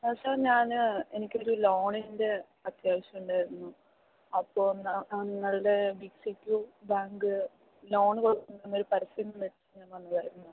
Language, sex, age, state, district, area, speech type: Malayalam, female, 18-30, Kerala, Thrissur, rural, conversation